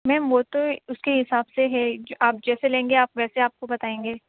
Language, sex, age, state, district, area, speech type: Urdu, female, 18-30, Delhi, Central Delhi, urban, conversation